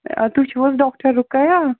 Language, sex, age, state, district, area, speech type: Kashmiri, female, 60+, Jammu and Kashmir, Srinagar, urban, conversation